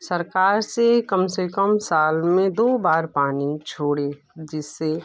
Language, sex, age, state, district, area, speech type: Hindi, female, 30-45, Uttar Pradesh, Ghazipur, rural, spontaneous